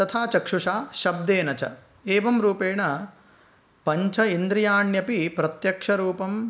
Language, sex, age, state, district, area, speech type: Sanskrit, male, 18-30, Karnataka, Uttara Kannada, rural, spontaneous